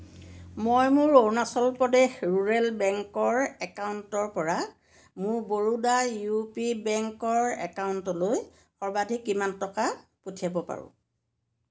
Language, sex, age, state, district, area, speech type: Assamese, female, 45-60, Assam, Lakhimpur, rural, read